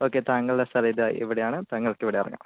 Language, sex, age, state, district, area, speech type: Malayalam, male, 18-30, Kerala, Kannur, urban, conversation